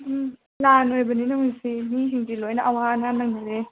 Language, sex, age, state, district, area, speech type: Manipuri, female, 18-30, Manipur, Senapati, rural, conversation